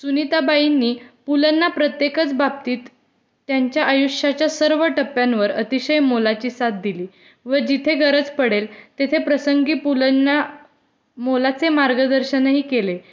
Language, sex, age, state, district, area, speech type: Marathi, female, 18-30, Maharashtra, Satara, urban, spontaneous